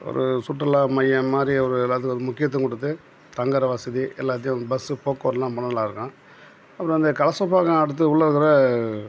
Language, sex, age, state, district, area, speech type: Tamil, male, 60+, Tamil Nadu, Tiruvannamalai, rural, spontaneous